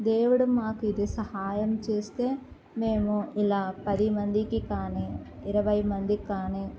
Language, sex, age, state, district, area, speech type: Telugu, female, 18-30, Andhra Pradesh, Kadapa, urban, spontaneous